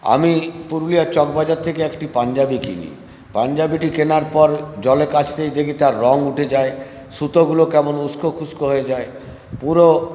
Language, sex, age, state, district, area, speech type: Bengali, male, 60+, West Bengal, Purulia, rural, spontaneous